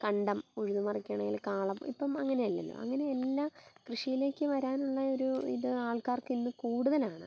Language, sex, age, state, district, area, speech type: Malayalam, female, 30-45, Kerala, Kottayam, rural, spontaneous